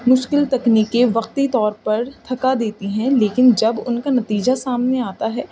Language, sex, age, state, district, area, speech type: Urdu, female, 18-30, Uttar Pradesh, Rampur, urban, spontaneous